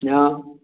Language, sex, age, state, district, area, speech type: Hindi, male, 60+, Bihar, Samastipur, urban, conversation